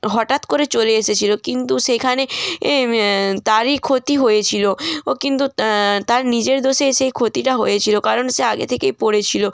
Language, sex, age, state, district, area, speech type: Bengali, female, 18-30, West Bengal, North 24 Parganas, rural, spontaneous